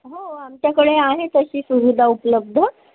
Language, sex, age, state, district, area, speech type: Marathi, female, 18-30, Maharashtra, Nagpur, urban, conversation